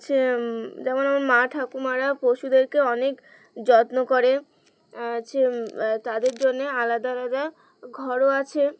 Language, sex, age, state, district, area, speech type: Bengali, female, 18-30, West Bengal, Uttar Dinajpur, urban, spontaneous